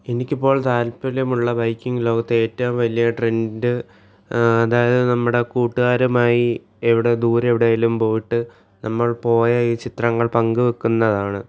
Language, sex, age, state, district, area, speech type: Malayalam, male, 18-30, Kerala, Alappuzha, rural, spontaneous